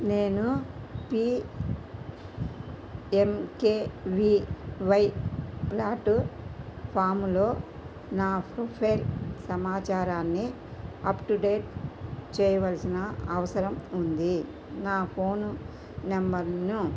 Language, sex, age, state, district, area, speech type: Telugu, female, 60+, Andhra Pradesh, Krishna, rural, read